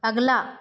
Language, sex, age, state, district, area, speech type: Hindi, female, 30-45, Madhya Pradesh, Chhindwara, urban, read